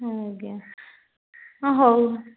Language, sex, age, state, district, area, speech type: Odia, female, 45-60, Odisha, Dhenkanal, rural, conversation